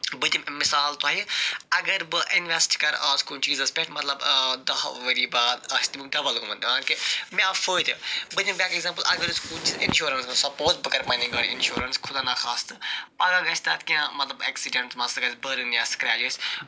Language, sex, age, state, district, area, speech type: Kashmiri, male, 45-60, Jammu and Kashmir, Budgam, urban, spontaneous